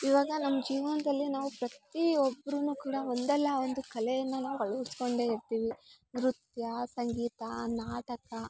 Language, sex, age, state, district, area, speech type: Kannada, female, 18-30, Karnataka, Chikkamagaluru, urban, spontaneous